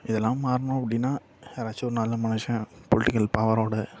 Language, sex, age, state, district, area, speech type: Tamil, male, 18-30, Tamil Nadu, Nagapattinam, rural, spontaneous